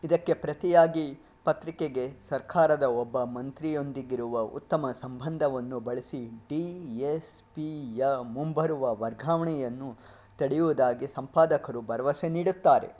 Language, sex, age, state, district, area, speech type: Kannada, male, 45-60, Karnataka, Chitradurga, rural, read